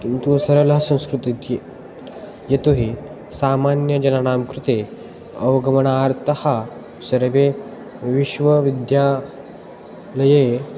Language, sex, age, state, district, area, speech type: Sanskrit, male, 18-30, Maharashtra, Osmanabad, rural, spontaneous